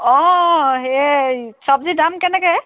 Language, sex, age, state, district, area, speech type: Assamese, female, 30-45, Assam, Charaideo, urban, conversation